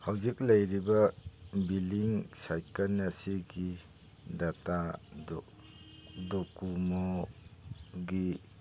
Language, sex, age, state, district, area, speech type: Manipuri, male, 45-60, Manipur, Churachandpur, urban, read